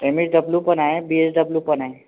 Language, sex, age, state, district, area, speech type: Marathi, male, 18-30, Maharashtra, Yavatmal, rural, conversation